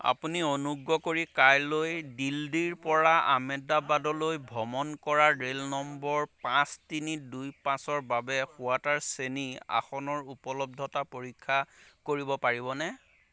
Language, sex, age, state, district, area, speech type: Assamese, male, 30-45, Assam, Golaghat, rural, read